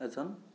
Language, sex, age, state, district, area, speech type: Assamese, male, 30-45, Assam, Sonitpur, rural, spontaneous